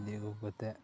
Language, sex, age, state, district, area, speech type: Santali, male, 30-45, West Bengal, Purba Bardhaman, rural, spontaneous